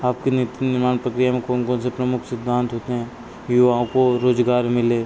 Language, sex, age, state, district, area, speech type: Hindi, male, 30-45, Madhya Pradesh, Harda, urban, spontaneous